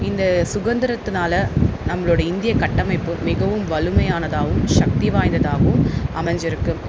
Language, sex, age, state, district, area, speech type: Tamil, female, 30-45, Tamil Nadu, Vellore, urban, spontaneous